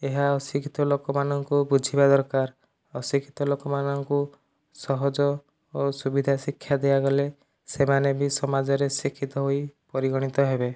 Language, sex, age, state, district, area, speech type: Odia, male, 45-60, Odisha, Nayagarh, rural, spontaneous